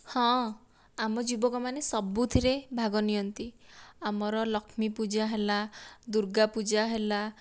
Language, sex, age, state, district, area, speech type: Odia, female, 18-30, Odisha, Dhenkanal, rural, spontaneous